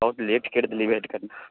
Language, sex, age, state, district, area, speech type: Maithili, male, 18-30, Bihar, Saharsa, rural, conversation